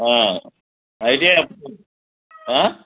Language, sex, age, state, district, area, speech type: Telugu, male, 30-45, Telangana, Mancherial, rural, conversation